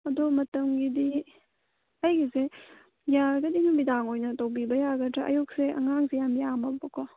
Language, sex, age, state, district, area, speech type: Manipuri, female, 30-45, Manipur, Kangpokpi, rural, conversation